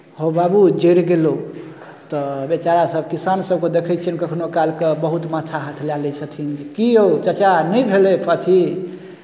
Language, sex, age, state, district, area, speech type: Maithili, male, 30-45, Bihar, Darbhanga, urban, spontaneous